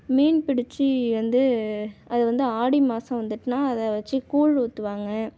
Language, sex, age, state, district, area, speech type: Tamil, female, 30-45, Tamil Nadu, Tiruvarur, rural, spontaneous